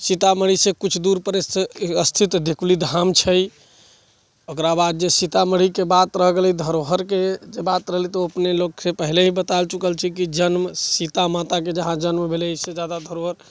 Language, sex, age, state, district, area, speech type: Maithili, male, 60+, Bihar, Sitamarhi, rural, spontaneous